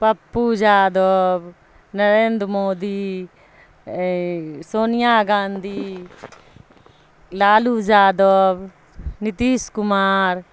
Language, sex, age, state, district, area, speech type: Urdu, female, 60+, Bihar, Darbhanga, rural, spontaneous